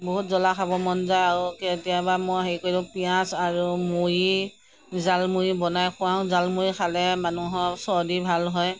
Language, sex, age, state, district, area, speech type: Assamese, female, 60+, Assam, Morigaon, rural, spontaneous